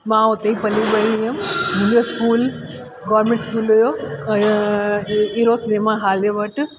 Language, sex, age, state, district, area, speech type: Sindhi, female, 60+, Delhi, South Delhi, urban, spontaneous